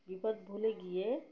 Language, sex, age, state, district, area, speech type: Bengali, female, 45-60, West Bengal, Uttar Dinajpur, urban, spontaneous